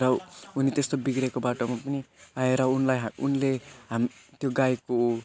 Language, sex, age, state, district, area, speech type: Nepali, male, 18-30, West Bengal, Jalpaiguri, rural, spontaneous